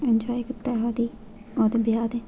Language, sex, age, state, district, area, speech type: Dogri, female, 18-30, Jammu and Kashmir, Jammu, rural, spontaneous